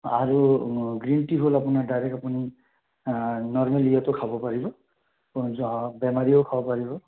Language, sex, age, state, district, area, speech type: Assamese, male, 30-45, Assam, Sonitpur, rural, conversation